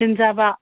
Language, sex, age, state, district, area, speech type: Manipuri, female, 45-60, Manipur, Imphal East, rural, conversation